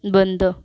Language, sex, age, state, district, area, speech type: Marathi, female, 45-60, Maharashtra, Amravati, urban, read